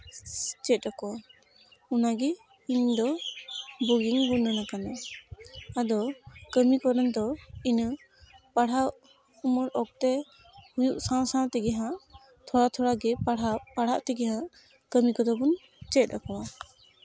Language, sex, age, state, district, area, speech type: Santali, female, 18-30, West Bengal, Malda, rural, spontaneous